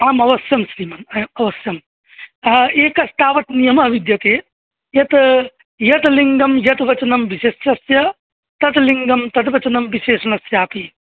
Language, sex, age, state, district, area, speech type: Sanskrit, male, 45-60, Uttar Pradesh, Mirzapur, urban, conversation